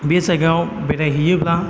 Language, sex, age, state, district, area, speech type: Bodo, male, 30-45, Assam, Chirang, rural, spontaneous